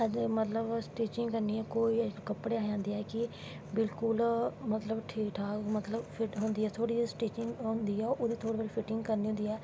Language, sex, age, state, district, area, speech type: Dogri, female, 18-30, Jammu and Kashmir, Samba, rural, spontaneous